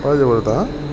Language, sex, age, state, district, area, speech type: Assamese, male, 60+, Assam, Morigaon, rural, spontaneous